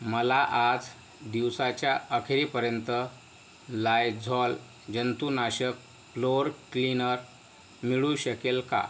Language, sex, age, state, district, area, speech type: Marathi, male, 60+, Maharashtra, Yavatmal, rural, read